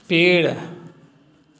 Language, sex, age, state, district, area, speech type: Hindi, male, 60+, Uttar Pradesh, Bhadohi, urban, read